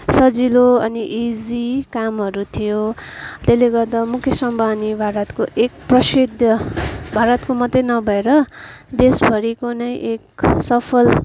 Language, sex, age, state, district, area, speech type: Nepali, female, 30-45, West Bengal, Darjeeling, rural, spontaneous